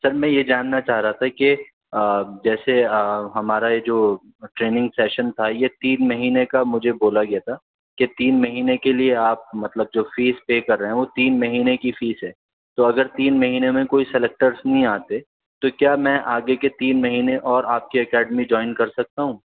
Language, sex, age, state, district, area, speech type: Urdu, male, 45-60, Delhi, South Delhi, urban, conversation